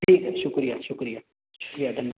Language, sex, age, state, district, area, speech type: Urdu, male, 18-30, Uttar Pradesh, Balrampur, rural, conversation